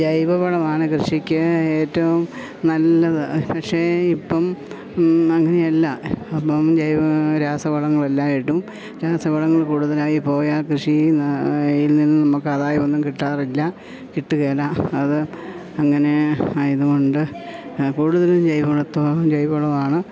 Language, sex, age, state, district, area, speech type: Malayalam, female, 60+, Kerala, Idukki, rural, spontaneous